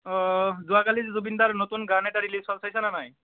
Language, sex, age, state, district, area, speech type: Assamese, male, 18-30, Assam, Barpeta, rural, conversation